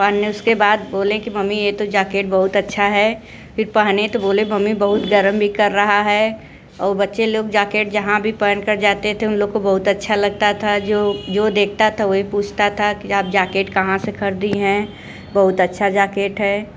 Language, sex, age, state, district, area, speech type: Hindi, female, 45-60, Uttar Pradesh, Mirzapur, rural, spontaneous